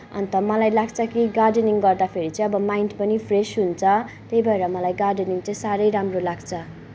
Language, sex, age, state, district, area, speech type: Nepali, female, 18-30, West Bengal, Kalimpong, rural, spontaneous